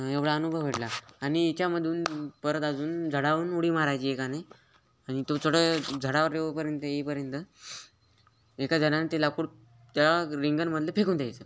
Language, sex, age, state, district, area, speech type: Marathi, male, 18-30, Maharashtra, Hingoli, urban, spontaneous